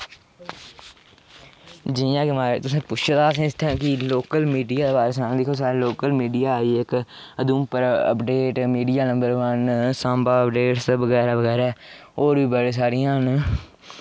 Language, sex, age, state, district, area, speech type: Dogri, male, 18-30, Jammu and Kashmir, Udhampur, rural, spontaneous